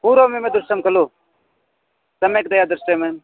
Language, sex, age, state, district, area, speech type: Sanskrit, male, 30-45, Karnataka, Vijayapura, urban, conversation